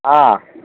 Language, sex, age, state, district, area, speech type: Odia, male, 60+, Odisha, Gajapati, rural, conversation